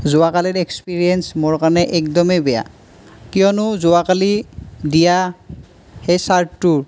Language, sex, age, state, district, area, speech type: Assamese, male, 18-30, Assam, Nalbari, rural, spontaneous